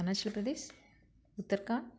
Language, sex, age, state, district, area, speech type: Tamil, female, 30-45, Tamil Nadu, Tiruppur, rural, spontaneous